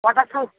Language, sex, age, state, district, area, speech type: Bengali, female, 30-45, West Bengal, North 24 Parganas, urban, conversation